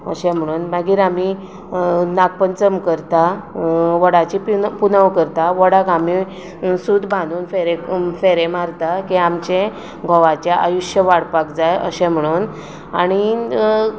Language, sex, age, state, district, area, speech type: Goan Konkani, female, 30-45, Goa, Tiswadi, rural, spontaneous